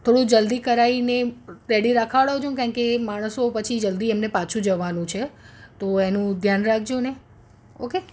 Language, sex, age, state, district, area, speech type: Gujarati, female, 30-45, Gujarat, Ahmedabad, urban, spontaneous